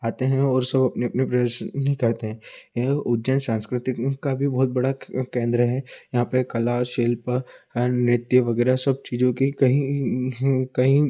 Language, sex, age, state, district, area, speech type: Hindi, male, 18-30, Madhya Pradesh, Ujjain, urban, spontaneous